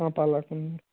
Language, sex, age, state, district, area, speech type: Telugu, male, 18-30, Andhra Pradesh, Annamaya, rural, conversation